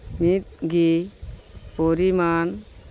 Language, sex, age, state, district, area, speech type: Santali, female, 45-60, West Bengal, Malda, rural, read